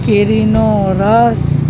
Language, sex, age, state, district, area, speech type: Gujarati, male, 18-30, Gujarat, Anand, rural, spontaneous